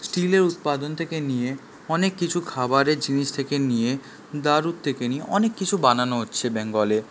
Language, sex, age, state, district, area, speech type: Bengali, male, 18-30, West Bengal, Paschim Bardhaman, urban, spontaneous